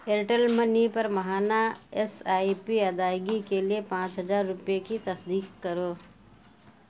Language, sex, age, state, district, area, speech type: Urdu, female, 45-60, Uttar Pradesh, Lucknow, rural, read